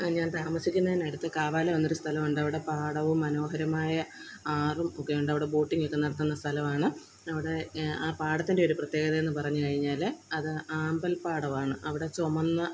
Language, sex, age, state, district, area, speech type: Malayalam, female, 30-45, Kerala, Kottayam, rural, spontaneous